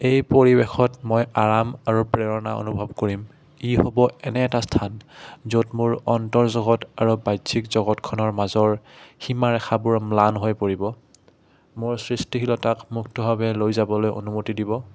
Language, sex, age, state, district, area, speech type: Assamese, male, 30-45, Assam, Udalguri, rural, spontaneous